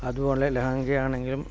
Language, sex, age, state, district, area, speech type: Malayalam, male, 45-60, Kerala, Kasaragod, rural, spontaneous